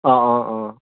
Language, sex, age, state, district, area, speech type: Assamese, male, 18-30, Assam, Lakhimpur, urban, conversation